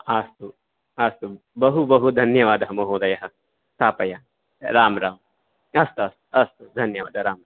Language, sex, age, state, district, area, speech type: Sanskrit, male, 30-45, Karnataka, Dakshina Kannada, rural, conversation